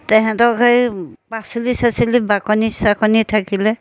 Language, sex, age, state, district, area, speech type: Assamese, female, 60+, Assam, Majuli, urban, spontaneous